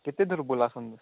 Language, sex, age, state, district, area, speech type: Odia, male, 18-30, Odisha, Nuapada, urban, conversation